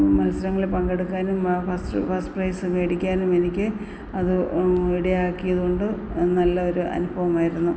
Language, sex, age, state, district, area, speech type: Malayalam, female, 45-60, Kerala, Alappuzha, rural, spontaneous